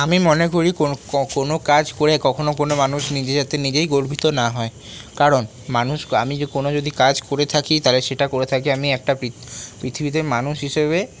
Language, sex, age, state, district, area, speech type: Bengali, male, 30-45, West Bengal, Paschim Bardhaman, urban, spontaneous